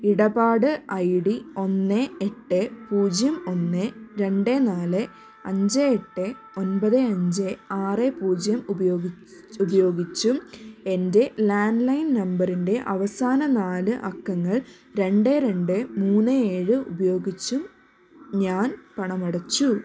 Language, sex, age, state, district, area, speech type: Malayalam, female, 45-60, Kerala, Wayanad, rural, read